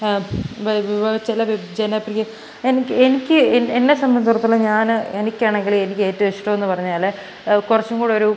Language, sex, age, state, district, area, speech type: Malayalam, female, 18-30, Kerala, Pathanamthitta, rural, spontaneous